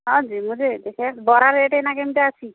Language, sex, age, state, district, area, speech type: Odia, female, 45-60, Odisha, Angul, rural, conversation